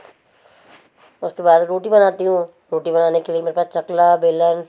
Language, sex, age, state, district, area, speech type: Hindi, female, 45-60, Madhya Pradesh, Betul, urban, spontaneous